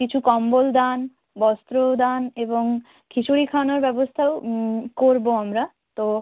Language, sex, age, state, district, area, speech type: Bengali, female, 18-30, West Bengal, Jalpaiguri, rural, conversation